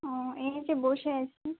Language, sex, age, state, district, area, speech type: Bengali, female, 18-30, West Bengal, Birbhum, urban, conversation